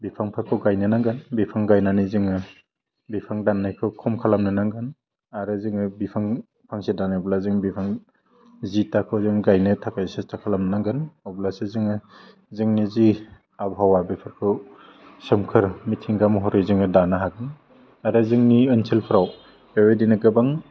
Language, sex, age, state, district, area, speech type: Bodo, male, 18-30, Assam, Udalguri, urban, spontaneous